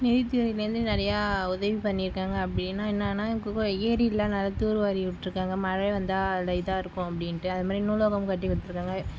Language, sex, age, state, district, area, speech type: Tamil, female, 60+, Tamil Nadu, Cuddalore, rural, spontaneous